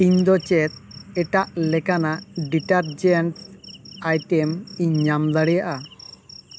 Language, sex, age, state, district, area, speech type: Santali, male, 18-30, West Bengal, Bankura, rural, read